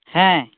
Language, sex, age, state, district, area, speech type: Santali, male, 18-30, West Bengal, Purulia, rural, conversation